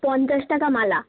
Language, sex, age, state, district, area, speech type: Bengali, female, 18-30, West Bengal, South 24 Parganas, rural, conversation